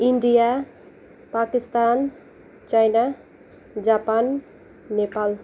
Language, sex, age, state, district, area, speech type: Nepali, female, 18-30, West Bengal, Kalimpong, rural, spontaneous